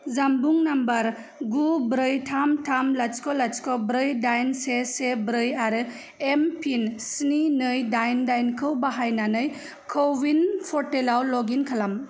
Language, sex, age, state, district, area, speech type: Bodo, female, 30-45, Assam, Kokrajhar, urban, read